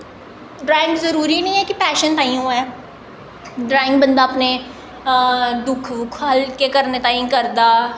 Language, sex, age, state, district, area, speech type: Dogri, female, 18-30, Jammu and Kashmir, Jammu, urban, spontaneous